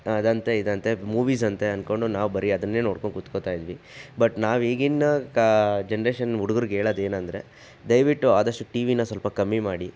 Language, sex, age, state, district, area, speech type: Kannada, male, 60+, Karnataka, Chitradurga, rural, spontaneous